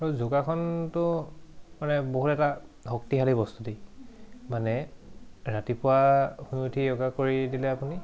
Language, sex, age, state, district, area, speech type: Assamese, male, 18-30, Assam, Charaideo, urban, spontaneous